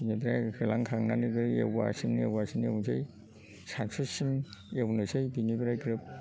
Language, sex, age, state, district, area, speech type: Bodo, male, 60+, Assam, Chirang, rural, spontaneous